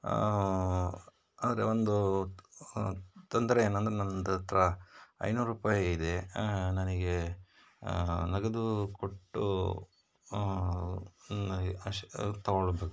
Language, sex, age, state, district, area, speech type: Kannada, male, 45-60, Karnataka, Shimoga, rural, spontaneous